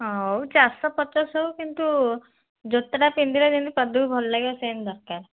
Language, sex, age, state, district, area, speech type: Odia, female, 30-45, Odisha, Cuttack, urban, conversation